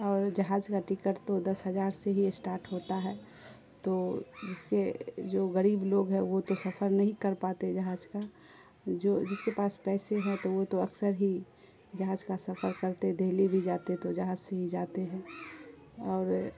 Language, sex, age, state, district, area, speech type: Urdu, female, 30-45, Bihar, Khagaria, rural, spontaneous